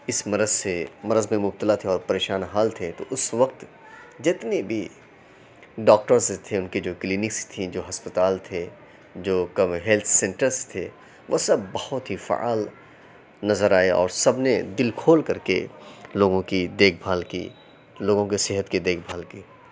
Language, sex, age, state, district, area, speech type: Urdu, male, 30-45, Uttar Pradesh, Mau, urban, spontaneous